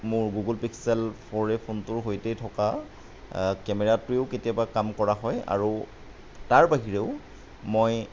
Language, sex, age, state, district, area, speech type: Assamese, male, 30-45, Assam, Lakhimpur, rural, spontaneous